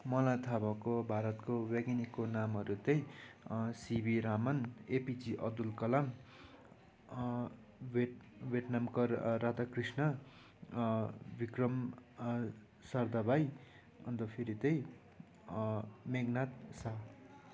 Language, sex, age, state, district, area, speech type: Nepali, male, 18-30, West Bengal, Darjeeling, rural, spontaneous